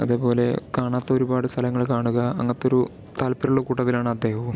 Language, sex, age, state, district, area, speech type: Malayalam, male, 30-45, Kerala, Palakkad, urban, spontaneous